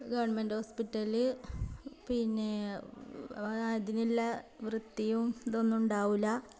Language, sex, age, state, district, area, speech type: Malayalam, female, 45-60, Kerala, Malappuram, rural, spontaneous